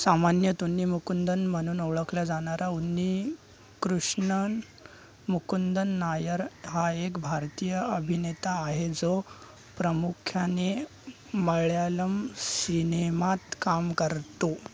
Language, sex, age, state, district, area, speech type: Marathi, male, 18-30, Maharashtra, Thane, urban, read